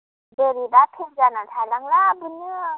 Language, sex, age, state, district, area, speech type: Bodo, female, 30-45, Assam, Chirang, rural, conversation